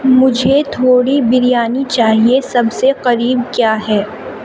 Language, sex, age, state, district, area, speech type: Urdu, female, 30-45, Uttar Pradesh, Aligarh, urban, read